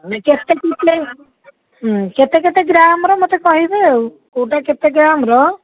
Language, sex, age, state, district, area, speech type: Odia, female, 45-60, Odisha, Puri, urban, conversation